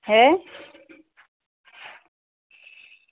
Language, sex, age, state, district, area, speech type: Bengali, female, 18-30, West Bengal, Uttar Dinajpur, urban, conversation